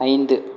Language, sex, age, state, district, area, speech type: Tamil, male, 45-60, Tamil Nadu, Namakkal, rural, read